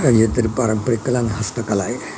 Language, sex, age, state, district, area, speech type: Marathi, male, 60+, Maharashtra, Yavatmal, urban, spontaneous